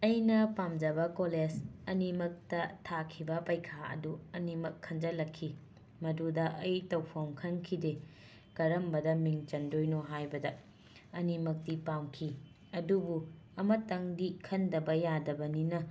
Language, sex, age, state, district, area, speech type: Manipuri, female, 45-60, Manipur, Imphal West, urban, spontaneous